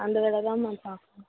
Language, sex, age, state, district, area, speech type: Tamil, female, 18-30, Tamil Nadu, Madurai, urban, conversation